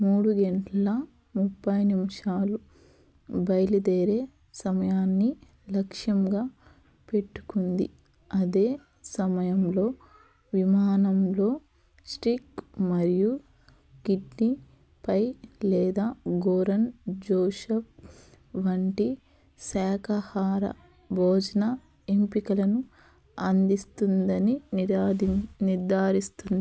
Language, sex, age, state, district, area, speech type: Telugu, female, 30-45, Andhra Pradesh, Eluru, urban, read